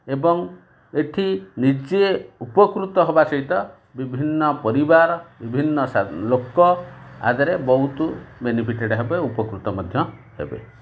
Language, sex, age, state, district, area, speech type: Odia, male, 45-60, Odisha, Kendrapara, urban, spontaneous